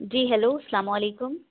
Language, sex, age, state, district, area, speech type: Urdu, female, 30-45, Delhi, South Delhi, urban, conversation